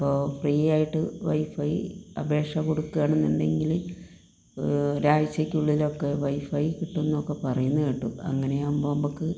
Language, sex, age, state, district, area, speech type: Malayalam, female, 45-60, Kerala, Palakkad, rural, spontaneous